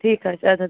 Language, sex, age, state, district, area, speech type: Kashmiri, female, 30-45, Jammu and Kashmir, Baramulla, rural, conversation